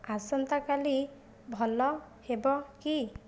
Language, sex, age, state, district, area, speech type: Odia, female, 45-60, Odisha, Jajpur, rural, read